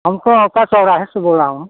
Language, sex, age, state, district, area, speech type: Hindi, male, 30-45, Uttar Pradesh, Prayagraj, urban, conversation